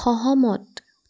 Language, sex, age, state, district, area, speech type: Assamese, female, 18-30, Assam, Jorhat, urban, read